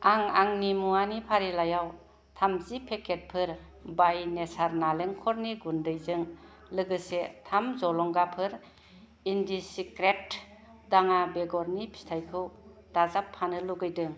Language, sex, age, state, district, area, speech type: Bodo, female, 45-60, Assam, Kokrajhar, rural, read